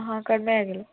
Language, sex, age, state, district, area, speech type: Kannada, female, 18-30, Karnataka, Chamarajanagar, rural, conversation